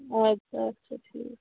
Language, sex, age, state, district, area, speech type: Kashmiri, female, 18-30, Jammu and Kashmir, Budgam, rural, conversation